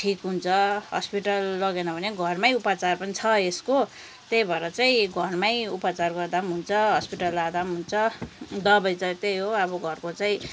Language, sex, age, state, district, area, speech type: Nepali, female, 30-45, West Bengal, Kalimpong, rural, spontaneous